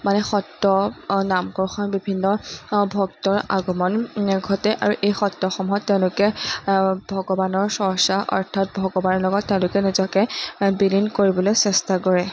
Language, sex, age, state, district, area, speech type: Assamese, female, 18-30, Assam, Majuli, urban, spontaneous